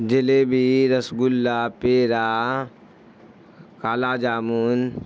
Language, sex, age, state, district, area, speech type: Urdu, male, 18-30, Bihar, Supaul, rural, spontaneous